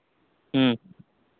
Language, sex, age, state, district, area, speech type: Santali, male, 18-30, West Bengal, Purba Bardhaman, rural, conversation